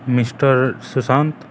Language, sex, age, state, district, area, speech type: Odia, male, 30-45, Odisha, Balangir, urban, spontaneous